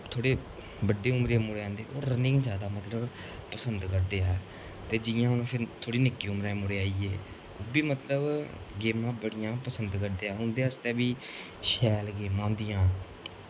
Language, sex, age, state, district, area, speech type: Dogri, male, 18-30, Jammu and Kashmir, Kathua, rural, spontaneous